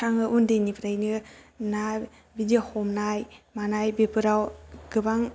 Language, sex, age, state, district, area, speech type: Bodo, female, 18-30, Assam, Baksa, rural, spontaneous